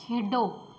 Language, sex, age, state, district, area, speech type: Punjabi, female, 30-45, Punjab, Mansa, urban, read